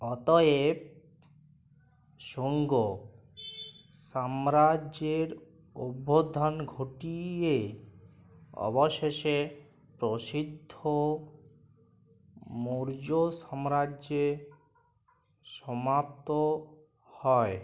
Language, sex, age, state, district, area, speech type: Bengali, male, 18-30, West Bengal, Uttar Dinajpur, rural, read